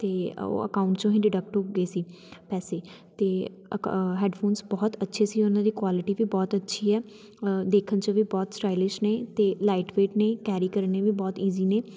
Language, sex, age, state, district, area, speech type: Punjabi, female, 18-30, Punjab, Tarn Taran, urban, spontaneous